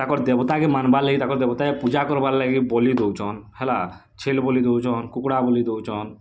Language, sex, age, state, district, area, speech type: Odia, male, 18-30, Odisha, Bargarh, rural, spontaneous